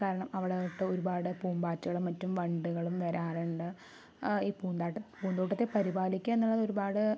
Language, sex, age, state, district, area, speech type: Malayalam, female, 45-60, Kerala, Palakkad, rural, spontaneous